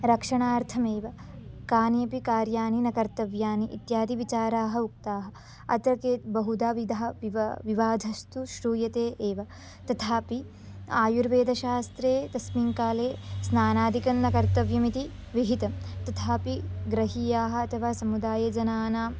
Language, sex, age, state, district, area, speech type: Sanskrit, female, 18-30, Karnataka, Belgaum, rural, spontaneous